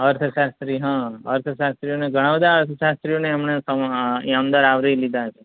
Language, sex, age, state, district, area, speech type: Gujarati, male, 30-45, Gujarat, Anand, rural, conversation